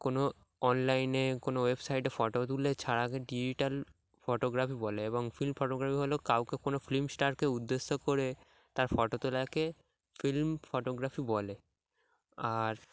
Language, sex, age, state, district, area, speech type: Bengali, male, 18-30, West Bengal, Dakshin Dinajpur, urban, spontaneous